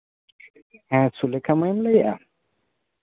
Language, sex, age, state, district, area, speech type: Santali, male, 30-45, West Bengal, Paschim Bardhaman, urban, conversation